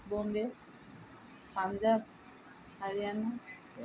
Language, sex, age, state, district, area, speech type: Assamese, female, 60+, Assam, Tinsukia, rural, spontaneous